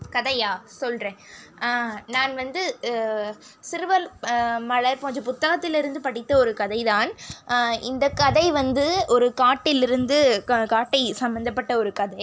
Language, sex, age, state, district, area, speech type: Tamil, female, 18-30, Tamil Nadu, Sivaganga, rural, spontaneous